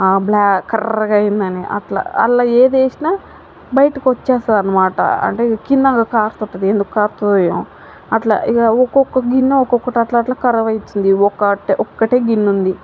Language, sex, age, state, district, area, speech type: Telugu, female, 18-30, Telangana, Mahbubnagar, rural, spontaneous